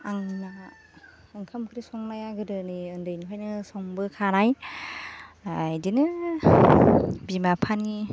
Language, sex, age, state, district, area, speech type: Bodo, female, 18-30, Assam, Baksa, rural, spontaneous